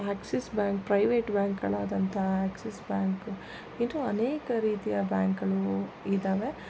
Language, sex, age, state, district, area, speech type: Kannada, female, 30-45, Karnataka, Kolar, urban, spontaneous